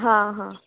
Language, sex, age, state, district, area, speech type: Marathi, female, 18-30, Maharashtra, Nashik, urban, conversation